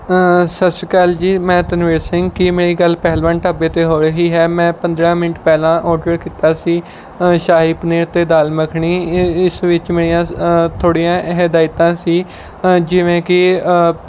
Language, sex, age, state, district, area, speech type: Punjabi, male, 18-30, Punjab, Mohali, rural, spontaneous